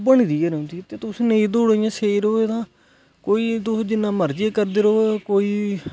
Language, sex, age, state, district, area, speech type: Dogri, male, 18-30, Jammu and Kashmir, Kathua, rural, spontaneous